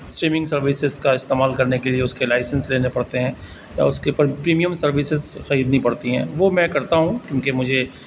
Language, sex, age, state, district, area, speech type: Urdu, male, 45-60, Delhi, South Delhi, urban, spontaneous